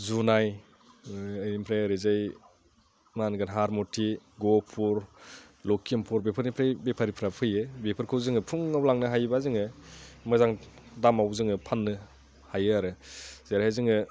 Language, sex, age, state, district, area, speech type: Bodo, male, 30-45, Assam, Udalguri, urban, spontaneous